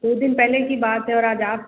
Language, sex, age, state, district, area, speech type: Hindi, female, 30-45, Rajasthan, Jodhpur, urban, conversation